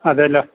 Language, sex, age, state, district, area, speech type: Malayalam, male, 60+, Kerala, Idukki, rural, conversation